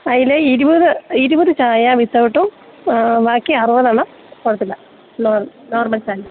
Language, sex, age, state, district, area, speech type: Malayalam, female, 30-45, Kerala, Idukki, rural, conversation